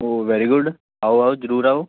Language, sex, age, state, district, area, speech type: Punjabi, male, 18-30, Punjab, Patiala, urban, conversation